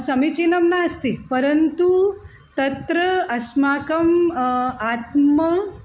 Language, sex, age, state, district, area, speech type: Sanskrit, female, 45-60, Maharashtra, Nagpur, urban, spontaneous